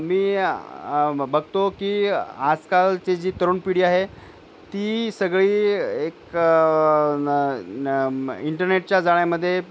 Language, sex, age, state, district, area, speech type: Marathi, male, 45-60, Maharashtra, Nanded, rural, spontaneous